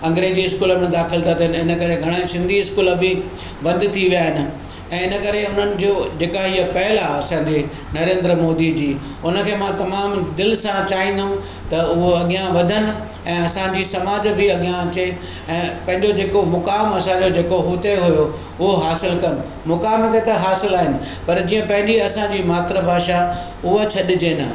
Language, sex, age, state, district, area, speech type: Sindhi, male, 60+, Maharashtra, Mumbai Suburban, urban, spontaneous